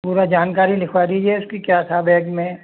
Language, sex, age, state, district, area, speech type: Hindi, male, 60+, Rajasthan, Jaipur, urban, conversation